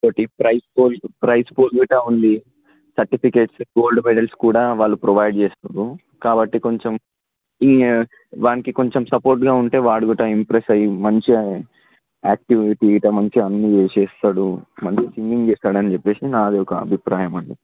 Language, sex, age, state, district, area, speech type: Telugu, male, 18-30, Telangana, Vikarabad, urban, conversation